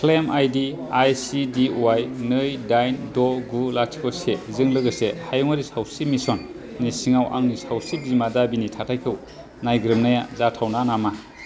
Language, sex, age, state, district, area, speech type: Bodo, male, 30-45, Assam, Kokrajhar, rural, read